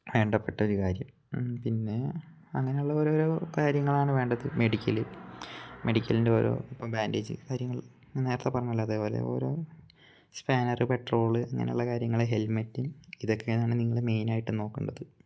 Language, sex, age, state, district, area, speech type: Malayalam, male, 18-30, Kerala, Wayanad, rural, spontaneous